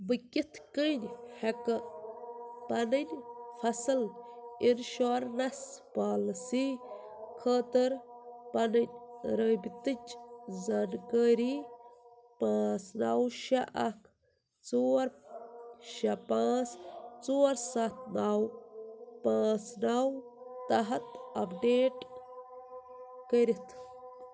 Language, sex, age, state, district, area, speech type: Kashmiri, female, 18-30, Jammu and Kashmir, Ganderbal, rural, read